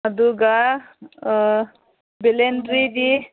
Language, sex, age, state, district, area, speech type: Manipuri, female, 30-45, Manipur, Senapati, rural, conversation